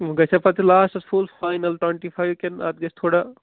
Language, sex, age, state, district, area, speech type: Kashmiri, male, 45-60, Jammu and Kashmir, Budgam, urban, conversation